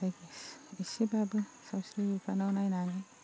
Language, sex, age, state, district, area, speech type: Bodo, female, 30-45, Assam, Baksa, rural, spontaneous